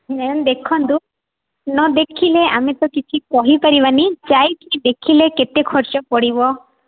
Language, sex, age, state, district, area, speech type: Odia, female, 18-30, Odisha, Sundergarh, urban, conversation